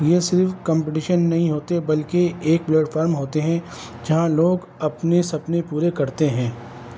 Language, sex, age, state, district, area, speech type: Urdu, male, 30-45, Delhi, North East Delhi, urban, spontaneous